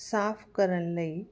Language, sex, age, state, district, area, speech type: Punjabi, female, 45-60, Punjab, Jalandhar, urban, spontaneous